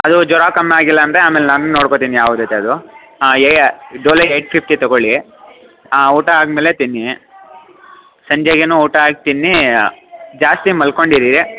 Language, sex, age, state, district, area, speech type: Kannada, male, 18-30, Karnataka, Mysore, urban, conversation